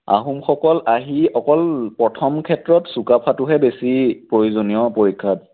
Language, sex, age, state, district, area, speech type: Assamese, male, 18-30, Assam, Biswanath, rural, conversation